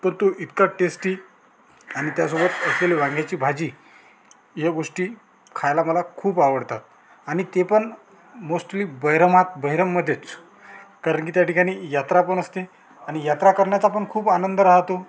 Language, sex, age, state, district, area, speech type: Marathi, male, 30-45, Maharashtra, Amravati, rural, spontaneous